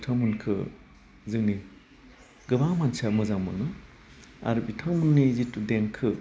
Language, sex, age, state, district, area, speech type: Bodo, male, 45-60, Assam, Udalguri, urban, spontaneous